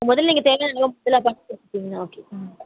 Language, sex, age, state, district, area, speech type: Tamil, female, 45-60, Tamil Nadu, Kanchipuram, urban, conversation